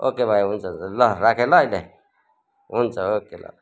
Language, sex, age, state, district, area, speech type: Nepali, male, 60+, West Bengal, Kalimpong, rural, spontaneous